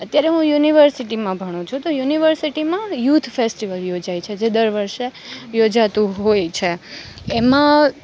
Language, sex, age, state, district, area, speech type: Gujarati, female, 18-30, Gujarat, Rajkot, urban, spontaneous